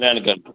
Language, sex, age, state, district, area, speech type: Telugu, male, 30-45, Telangana, Mancherial, rural, conversation